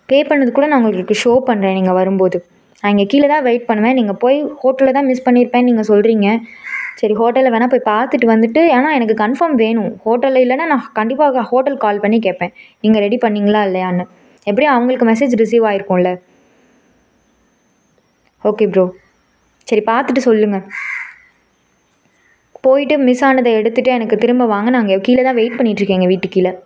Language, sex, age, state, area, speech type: Tamil, female, 18-30, Tamil Nadu, urban, spontaneous